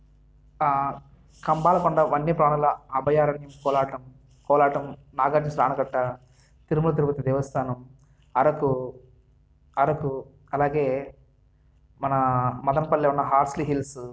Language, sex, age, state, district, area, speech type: Telugu, male, 18-30, Andhra Pradesh, Sri Balaji, rural, spontaneous